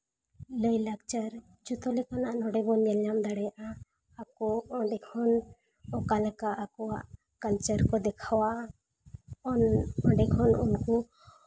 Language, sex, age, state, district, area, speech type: Santali, female, 30-45, Jharkhand, Seraikela Kharsawan, rural, spontaneous